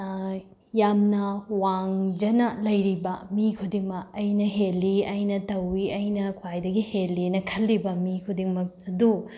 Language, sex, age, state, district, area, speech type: Manipuri, female, 18-30, Manipur, Bishnupur, rural, spontaneous